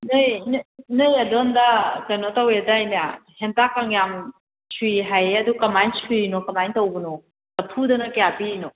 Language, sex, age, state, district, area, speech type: Manipuri, female, 30-45, Manipur, Kakching, rural, conversation